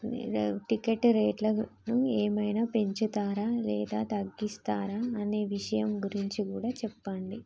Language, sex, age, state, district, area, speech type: Telugu, female, 30-45, Telangana, Jagtial, rural, spontaneous